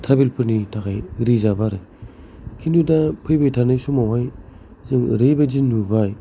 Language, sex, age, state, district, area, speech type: Bodo, male, 30-45, Assam, Kokrajhar, rural, spontaneous